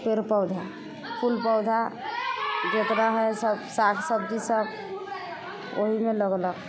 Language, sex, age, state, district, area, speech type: Maithili, female, 30-45, Bihar, Sitamarhi, urban, spontaneous